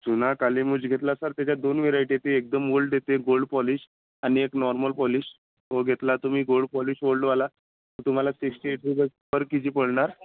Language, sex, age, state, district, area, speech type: Marathi, male, 30-45, Maharashtra, Amravati, rural, conversation